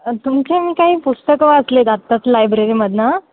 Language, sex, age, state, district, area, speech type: Marathi, female, 18-30, Maharashtra, Ahmednagar, rural, conversation